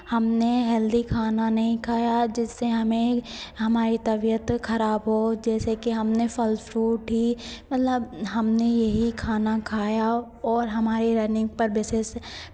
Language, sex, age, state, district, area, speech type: Hindi, female, 18-30, Madhya Pradesh, Hoshangabad, urban, spontaneous